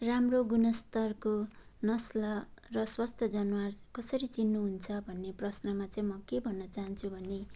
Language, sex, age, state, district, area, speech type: Nepali, female, 30-45, West Bengal, Jalpaiguri, urban, spontaneous